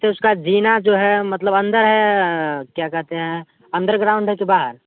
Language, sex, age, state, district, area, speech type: Hindi, male, 18-30, Bihar, Muzaffarpur, urban, conversation